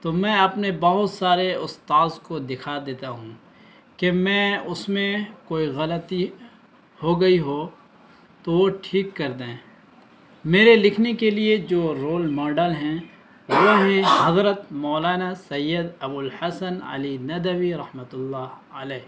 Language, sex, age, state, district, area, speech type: Urdu, male, 18-30, Bihar, Araria, rural, spontaneous